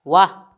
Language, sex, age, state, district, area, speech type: Maithili, male, 30-45, Bihar, Darbhanga, rural, read